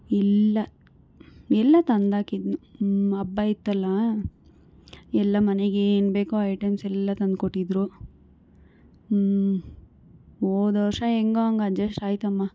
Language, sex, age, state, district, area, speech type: Kannada, female, 18-30, Karnataka, Bangalore Rural, rural, spontaneous